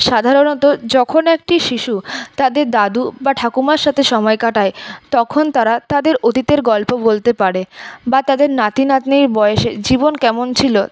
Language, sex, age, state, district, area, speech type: Bengali, female, 30-45, West Bengal, Paschim Bardhaman, urban, spontaneous